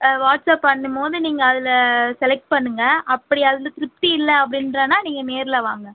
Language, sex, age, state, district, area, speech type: Tamil, female, 45-60, Tamil Nadu, Cuddalore, rural, conversation